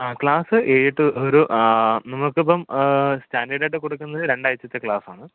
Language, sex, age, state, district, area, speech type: Malayalam, male, 18-30, Kerala, Pathanamthitta, rural, conversation